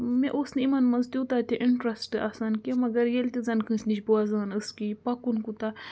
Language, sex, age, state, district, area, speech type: Kashmiri, female, 30-45, Jammu and Kashmir, Budgam, rural, spontaneous